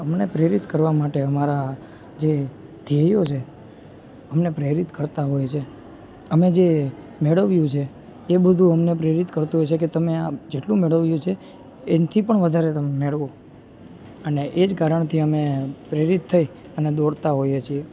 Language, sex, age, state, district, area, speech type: Gujarati, male, 18-30, Gujarat, Junagadh, urban, spontaneous